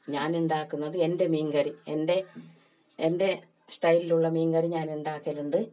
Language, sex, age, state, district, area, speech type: Malayalam, female, 45-60, Kerala, Kasaragod, rural, spontaneous